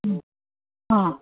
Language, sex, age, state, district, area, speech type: Assamese, female, 45-60, Assam, Sivasagar, rural, conversation